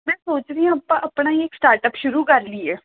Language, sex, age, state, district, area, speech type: Punjabi, female, 18-30, Punjab, Amritsar, urban, conversation